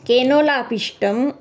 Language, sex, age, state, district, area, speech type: Sanskrit, female, 45-60, Karnataka, Belgaum, urban, spontaneous